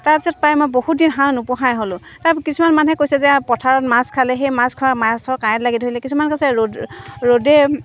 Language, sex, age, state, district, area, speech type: Assamese, female, 45-60, Assam, Dibrugarh, rural, spontaneous